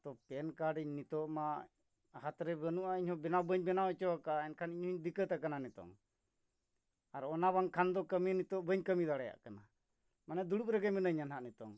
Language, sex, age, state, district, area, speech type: Santali, male, 45-60, Jharkhand, Bokaro, rural, spontaneous